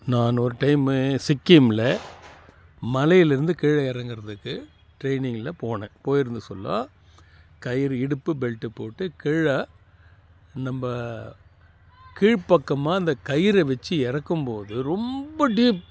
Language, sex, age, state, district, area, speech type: Tamil, male, 60+, Tamil Nadu, Tiruvannamalai, rural, spontaneous